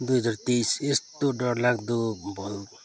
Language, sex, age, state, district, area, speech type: Nepali, male, 45-60, West Bengal, Darjeeling, rural, spontaneous